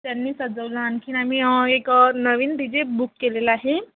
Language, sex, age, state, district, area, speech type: Marathi, female, 18-30, Maharashtra, Amravati, urban, conversation